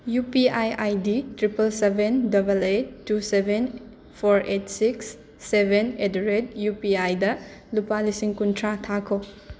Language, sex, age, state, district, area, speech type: Manipuri, female, 45-60, Manipur, Imphal West, urban, read